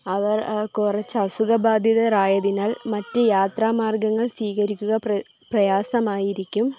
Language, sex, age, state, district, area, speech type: Malayalam, female, 18-30, Kerala, Kollam, rural, spontaneous